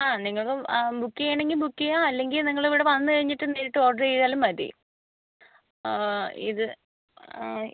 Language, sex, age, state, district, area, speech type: Malayalam, female, 45-60, Kerala, Kozhikode, urban, conversation